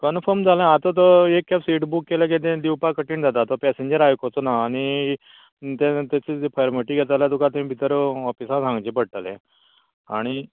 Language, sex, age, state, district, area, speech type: Goan Konkani, male, 60+, Goa, Canacona, rural, conversation